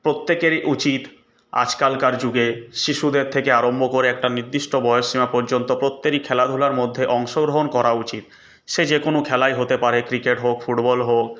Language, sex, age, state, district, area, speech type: Bengali, male, 18-30, West Bengal, Purulia, urban, spontaneous